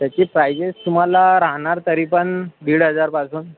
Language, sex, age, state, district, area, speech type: Marathi, male, 30-45, Maharashtra, Nagpur, rural, conversation